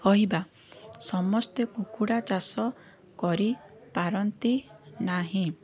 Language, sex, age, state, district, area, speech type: Odia, female, 30-45, Odisha, Puri, urban, spontaneous